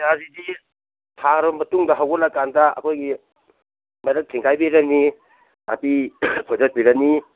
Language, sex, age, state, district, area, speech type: Manipuri, male, 60+, Manipur, Kangpokpi, urban, conversation